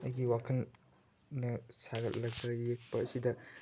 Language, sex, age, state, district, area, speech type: Manipuri, male, 18-30, Manipur, Chandel, rural, spontaneous